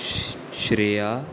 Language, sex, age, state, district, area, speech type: Goan Konkani, male, 18-30, Goa, Murmgao, rural, spontaneous